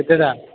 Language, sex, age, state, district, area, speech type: Odia, male, 18-30, Odisha, Sambalpur, rural, conversation